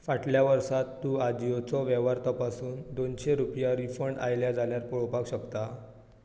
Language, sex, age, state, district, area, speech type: Goan Konkani, male, 18-30, Goa, Tiswadi, rural, read